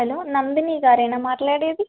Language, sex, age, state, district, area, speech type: Telugu, female, 18-30, Andhra Pradesh, Alluri Sitarama Raju, rural, conversation